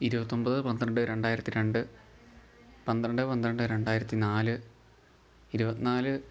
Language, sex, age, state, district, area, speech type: Malayalam, male, 18-30, Kerala, Pathanamthitta, rural, spontaneous